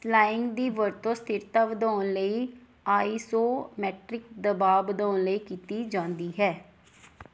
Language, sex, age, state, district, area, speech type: Punjabi, female, 30-45, Punjab, Pathankot, urban, read